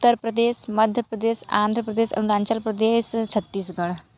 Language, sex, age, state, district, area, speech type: Hindi, female, 45-60, Uttar Pradesh, Mirzapur, urban, spontaneous